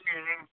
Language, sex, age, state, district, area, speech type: Dogri, male, 18-30, Jammu and Kashmir, Samba, rural, conversation